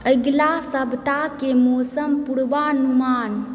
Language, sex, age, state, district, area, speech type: Maithili, female, 45-60, Bihar, Supaul, rural, read